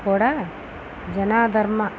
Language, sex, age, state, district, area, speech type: Telugu, female, 18-30, Andhra Pradesh, Visakhapatnam, rural, spontaneous